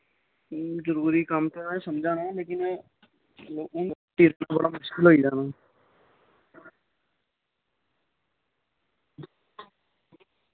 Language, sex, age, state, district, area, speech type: Dogri, male, 18-30, Jammu and Kashmir, Samba, rural, conversation